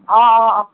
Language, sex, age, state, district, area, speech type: Assamese, female, 45-60, Assam, Nagaon, rural, conversation